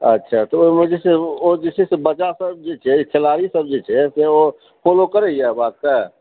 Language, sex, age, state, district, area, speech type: Maithili, male, 45-60, Bihar, Supaul, rural, conversation